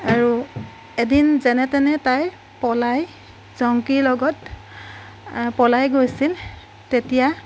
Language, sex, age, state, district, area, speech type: Assamese, female, 45-60, Assam, Golaghat, urban, spontaneous